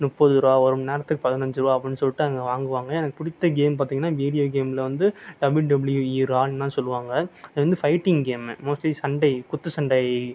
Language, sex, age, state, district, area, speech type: Tamil, male, 18-30, Tamil Nadu, Sivaganga, rural, spontaneous